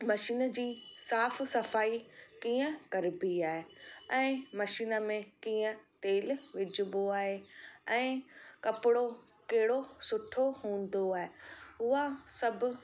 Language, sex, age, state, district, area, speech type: Sindhi, female, 30-45, Rajasthan, Ajmer, urban, spontaneous